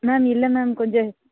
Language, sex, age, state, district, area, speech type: Tamil, female, 18-30, Tamil Nadu, Coimbatore, rural, conversation